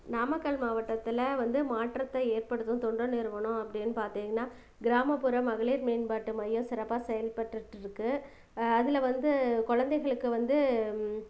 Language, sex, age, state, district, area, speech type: Tamil, female, 30-45, Tamil Nadu, Namakkal, rural, spontaneous